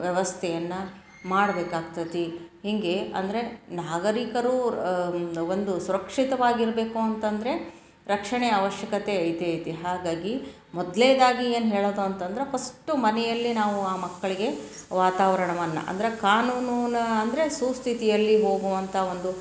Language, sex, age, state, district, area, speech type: Kannada, female, 45-60, Karnataka, Koppal, rural, spontaneous